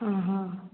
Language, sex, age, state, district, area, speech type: Marathi, female, 18-30, Maharashtra, Ratnagiri, rural, conversation